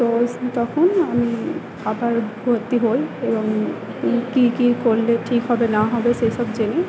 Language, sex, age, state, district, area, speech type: Bengali, female, 18-30, West Bengal, Purba Bardhaman, rural, spontaneous